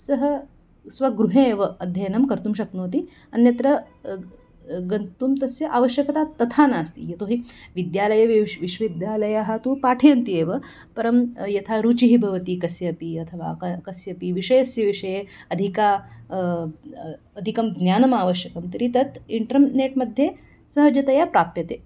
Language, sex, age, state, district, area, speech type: Sanskrit, female, 30-45, Karnataka, Bangalore Urban, urban, spontaneous